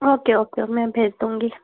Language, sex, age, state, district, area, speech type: Hindi, female, 30-45, Madhya Pradesh, Gwalior, rural, conversation